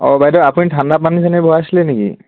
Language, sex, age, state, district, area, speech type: Assamese, male, 18-30, Assam, Dibrugarh, rural, conversation